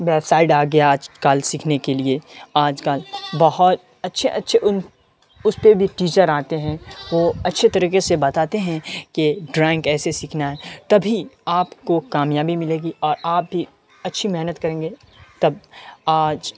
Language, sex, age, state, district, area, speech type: Urdu, male, 18-30, Bihar, Saharsa, rural, spontaneous